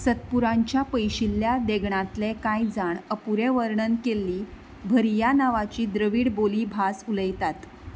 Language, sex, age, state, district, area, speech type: Goan Konkani, female, 30-45, Goa, Canacona, rural, read